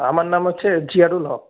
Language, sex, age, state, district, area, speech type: Bengali, male, 18-30, West Bengal, Jalpaiguri, urban, conversation